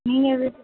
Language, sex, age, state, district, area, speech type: Tamil, female, 30-45, Tamil Nadu, Thoothukudi, rural, conversation